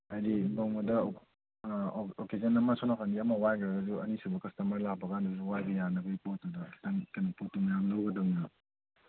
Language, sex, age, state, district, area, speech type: Manipuri, male, 30-45, Manipur, Kangpokpi, urban, conversation